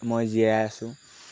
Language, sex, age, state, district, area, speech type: Assamese, male, 18-30, Assam, Lakhimpur, rural, spontaneous